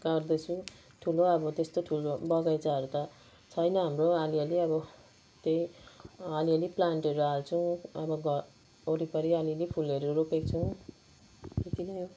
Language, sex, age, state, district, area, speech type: Nepali, female, 60+, West Bengal, Kalimpong, rural, spontaneous